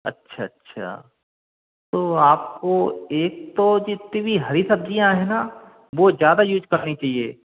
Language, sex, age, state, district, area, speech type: Hindi, male, 30-45, Madhya Pradesh, Gwalior, urban, conversation